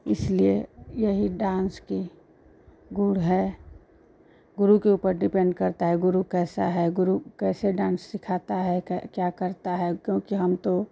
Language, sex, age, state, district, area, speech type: Hindi, female, 30-45, Uttar Pradesh, Ghazipur, urban, spontaneous